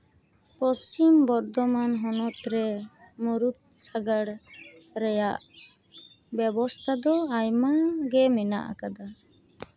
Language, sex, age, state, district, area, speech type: Santali, female, 30-45, West Bengal, Paschim Bardhaman, urban, spontaneous